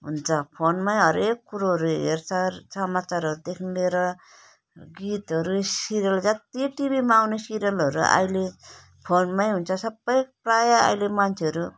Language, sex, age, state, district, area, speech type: Nepali, female, 45-60, West Bengal, Darjeeling, rural, spontaneous